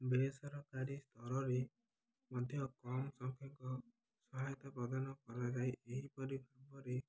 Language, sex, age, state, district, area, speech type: Odia, male, 18-30, Odisha, Ganjam, urban, spontaneous